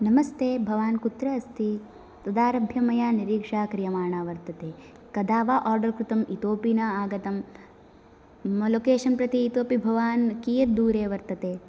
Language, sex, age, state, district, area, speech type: Sanskrit, female, 18-30, Karnataka, Uttara Kannada, urban, spontaneous